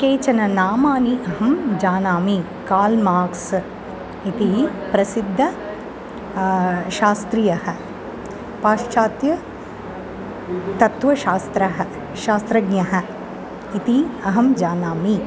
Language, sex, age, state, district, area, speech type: Sanskrit, female, 45-60, Tamil Nadu, Chennai, urban, spontaneous